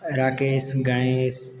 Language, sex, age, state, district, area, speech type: Hindi, male, 18-30, Rajasthan, Jodhpur, rural, spontaneous